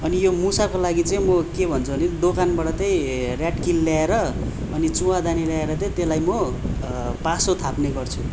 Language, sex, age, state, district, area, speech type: Nepali, male, 18-30, West Bengal, Darjeeling, rural, spontaneous